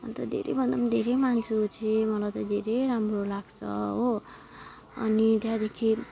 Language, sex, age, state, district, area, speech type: Nepali, female, 18-30, West Bengal, Alipurduar, urban, spontaneous